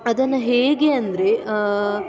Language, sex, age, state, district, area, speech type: Kannada, female, 18-30, Karnataka, Udupi, urban, spontaneous